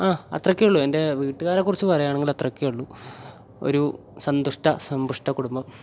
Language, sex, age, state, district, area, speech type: Malayalam, male, 18-30, Kerala, Kasaragod, rural, spontaneous